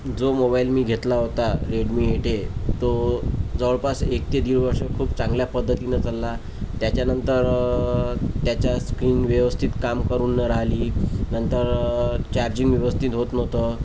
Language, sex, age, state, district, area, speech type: Marathi, male, 30-45, Maharashtra, Amravati, rural, spontaneous